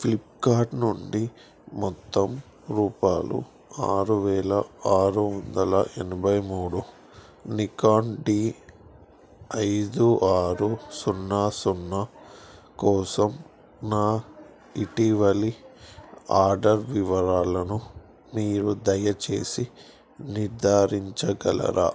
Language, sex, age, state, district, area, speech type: Telugu, male, 30-45, Andhra Pradesh, Krishna, urban, read